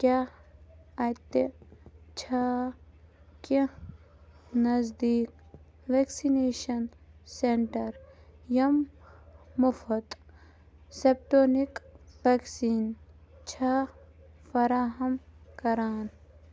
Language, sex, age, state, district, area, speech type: Kashmiri, female, 30-45, Jammu and Kashmir, Bandipora, rural, read